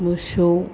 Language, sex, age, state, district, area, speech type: Bodo, female, 60+, Assam, Chirang, rural, spontaneous